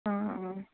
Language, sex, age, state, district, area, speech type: Assamese, female, 18-30, Assam, Sivasagar, rural, conversation